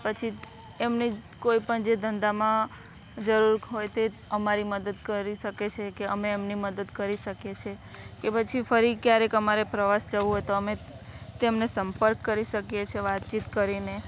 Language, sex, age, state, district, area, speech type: Gujarati, female, 18-30, Gujarat, Anand, urban, spontaneous